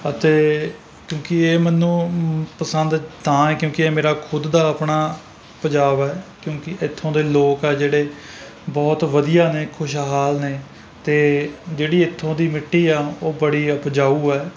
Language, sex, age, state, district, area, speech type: Punjabi, male, 30-45, Punjab, Rupnagar, rural, spontaneous